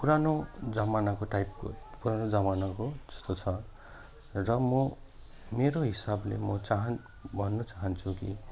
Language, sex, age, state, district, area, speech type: Nepali, male, 30-45, West Bengal, Alipurduar, urban, spontaneous